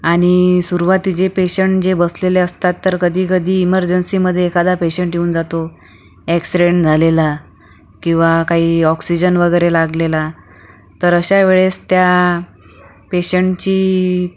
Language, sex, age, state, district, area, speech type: Marathi, female, 45-60, Maharashtra, Akola, urban, spontaneous